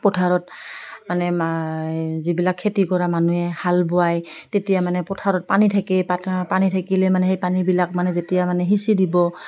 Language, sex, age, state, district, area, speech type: Assamese, female, 45-60, Assam, Goalpara, urban, spontaneous